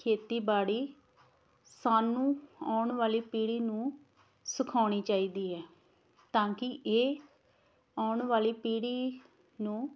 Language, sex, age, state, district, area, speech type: Punjabi, female, 18-30, Punjab, Tarn Taran, rural, spontaneous